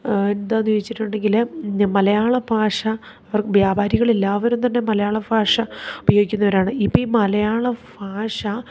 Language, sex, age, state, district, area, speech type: Malayalam, female, 30-45, Kerala, Idukki, rural, spontaneous